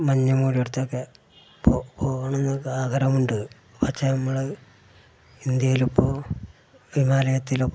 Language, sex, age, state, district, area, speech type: Malayalam, male, 60+, Kerala, Malappuram, rural, spontaneous